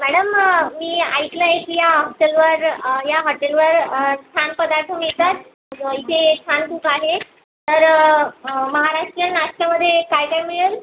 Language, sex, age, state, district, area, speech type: Marathi, female, 18-30, Maharashtra, Buldhana, rural, conversation